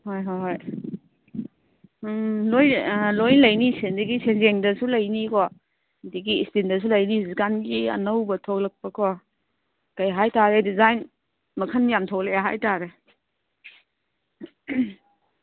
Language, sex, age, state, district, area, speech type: Manipuri, female, 30-45, Manipur, Kangpokpi, urban, conversation